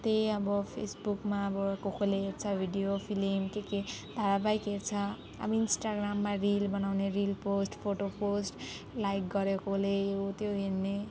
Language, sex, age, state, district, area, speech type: Nepali, female, 18-30, West Bengal, Alipurduar, urban, spontaneous